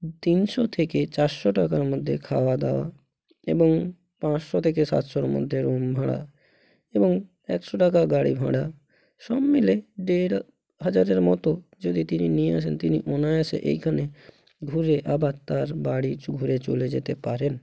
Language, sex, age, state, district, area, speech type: Bengali, male, 45-60, West Bengal, Bankura, urban, spontaneous